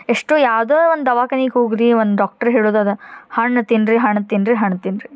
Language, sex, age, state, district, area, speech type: Kannada, female, 18-30, Karnataka, Dharwad, rural, spontaneous